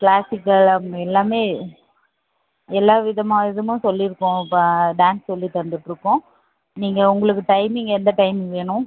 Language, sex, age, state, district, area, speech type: Tamil, female, 18-30, Tamil Nadu, Dharmapuri, rural, conversation